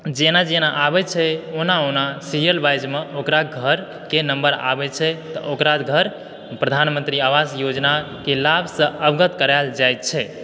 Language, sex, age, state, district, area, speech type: Maithili, male, 18-30, Bihar, Supaul, rural, spontaneous